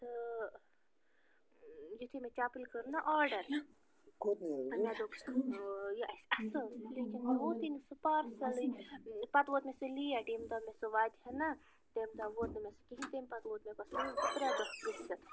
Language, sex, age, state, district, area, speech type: Kashmiri, female, 30-45, Jammu and Kashmir, Bandipora, rural, spontaneous